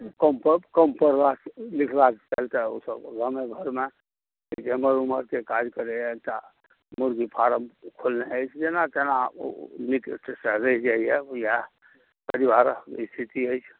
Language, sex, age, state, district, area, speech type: Maithili, male, 60+, Bihar, Saharsa, urban, conversation